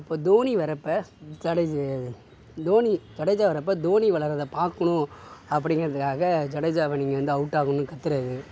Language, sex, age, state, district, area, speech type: Tamil, male, 60+, Tamil Nadu, Sivaganga, urban, spontaneous